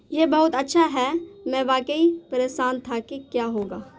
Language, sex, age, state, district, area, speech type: Urdu, female, 18-30, Bihar, Khagaria, rural, read